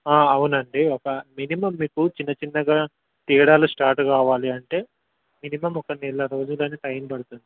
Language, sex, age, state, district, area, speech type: Telugu, male, 18-30, Telangana, Mulugu, rural, conversation